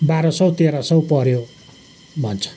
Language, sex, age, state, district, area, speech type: Nepali, male, 60+, West Bengal, Kalimpong, rural, spontaneous